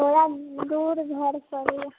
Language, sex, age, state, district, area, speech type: Maithili, female, 18-30, Bihar, Sitamarhi, rural, conversation